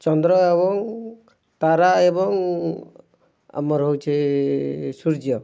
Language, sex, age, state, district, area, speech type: Odia, male, 30-45, Odisha, Kalahandi, rural, spontaneous